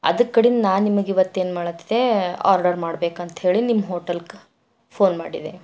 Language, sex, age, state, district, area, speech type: Kannada, female, 45-60, Karnataka, Bidar, urban, spontaneous